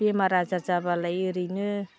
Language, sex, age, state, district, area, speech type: Bodo, female, 45-60, Assam, Udalguri, rural, spontaneous